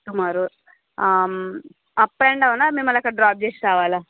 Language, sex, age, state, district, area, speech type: Telugu, female, 45-60, Andhra Pradesh, Srikakulam, urban, conversation